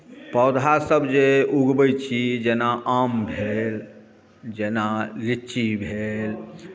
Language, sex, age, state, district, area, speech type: Maithili, male, 45-60, Bihar, Darbhanga, rural, spontaneous